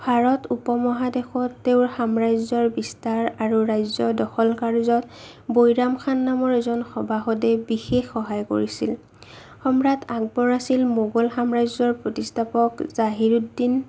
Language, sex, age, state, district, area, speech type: Assamese, female, 30-45, Assam, Morigaon, rural, spontaneous